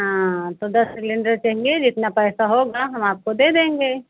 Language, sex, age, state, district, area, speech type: Hindi, female, 60+, Uttar Pradesh, Pratapgarh, rural, conversation